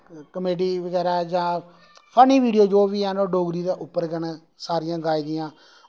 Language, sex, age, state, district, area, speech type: Dogri, male, 30-45, Jammu and Kashmir, Reasi, rural, spontaneous